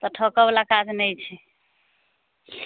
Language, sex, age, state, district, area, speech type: Maithili, female, 45-60, Bihar, Muzaffarpur, urban, conversation